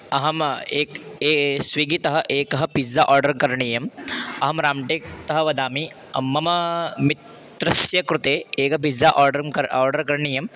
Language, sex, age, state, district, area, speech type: Sanskrit, male, 18-30, Madhya Pradesh, Chhindwara, urban, spontaneous